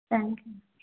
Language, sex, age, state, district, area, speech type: Telugu, female, 45-60, Andhra Pradesh, East Godavari, rural, conversation